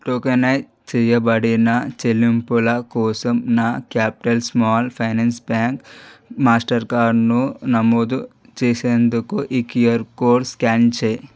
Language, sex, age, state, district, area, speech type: Telugu, male, 18-30, Telangana, Medchal, urban, read